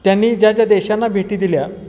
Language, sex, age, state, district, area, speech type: Marathi, male, 45-60, Maharashtra, Satara, urban, spontaneous